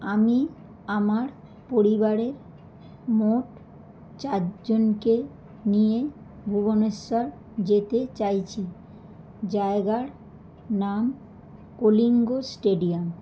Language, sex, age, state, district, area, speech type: Bengali, female, 45-60, West Bengal, Howrah, urban, spontaneous